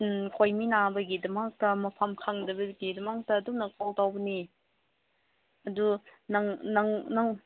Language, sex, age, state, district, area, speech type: Manipuri, female, 30-45, Manipur, Senapati, urban, conversation